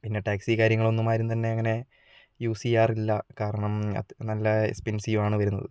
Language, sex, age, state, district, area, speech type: Malayalam, male, 18-30, Kerala, Wayanad, rural, spontaneous